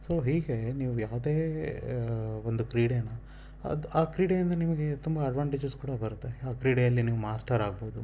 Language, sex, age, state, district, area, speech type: Kannada, male, 30-45, Karnataka, Chitradurga, rural, spontaneous